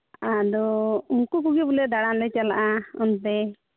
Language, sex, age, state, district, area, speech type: Santali, female, 30-45, Jharkhand, Pakur, rural, conversation